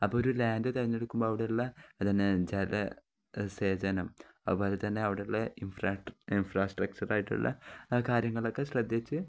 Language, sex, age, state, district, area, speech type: Malayalam, male, 18-30, Kerala, Kozhikode, rural, spontaneous